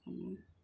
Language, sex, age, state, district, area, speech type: Bodo, female, 18-30, Assam, Kokrajhar, urban, spontaneous